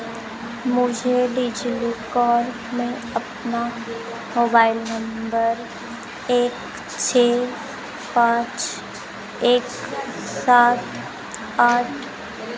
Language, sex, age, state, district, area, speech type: Hindi, female, 18-30, Madhya Pradesh, Harda, urban, read